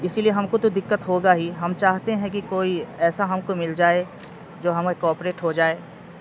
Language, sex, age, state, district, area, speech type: Urdu, male, 30-45, Bihar, Madhubani, rural, spontaneous